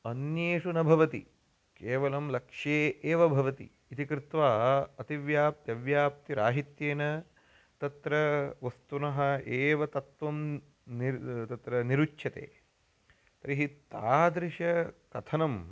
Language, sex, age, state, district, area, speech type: Sanskrit, male, 30-45, Karnataka, Uttara Kannada, rural, spontaneous